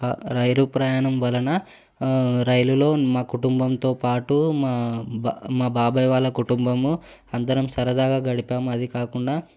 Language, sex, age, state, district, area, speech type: Telugu, male, 18-30, Telangana, Hyderabad, urban, spontaneous